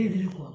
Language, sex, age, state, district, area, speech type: Odia, female, 45-60, Odisha, Ganjam, urban, spontaneous